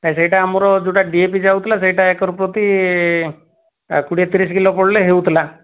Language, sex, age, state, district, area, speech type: Odia, male, 30-45, Odisha, Kandhamal, rural, conversation